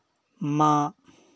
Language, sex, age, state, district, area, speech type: Hindi, male, 60+, Uttar Pradesh, Chandauli, rural, spontaneous